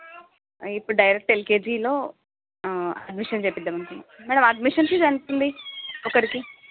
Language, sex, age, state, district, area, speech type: Telugu, female, 30-45, Andhra Pradesh, Visakhapatnam, urban, conversation